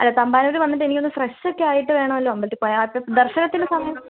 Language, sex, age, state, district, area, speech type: Malayalam, female, 18-30, Kerala, Pathanamthitta, rural, conversation